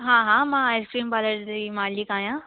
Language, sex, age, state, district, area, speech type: Sindhi, female, 18-30, Delhi, South Delhi, urban, conversation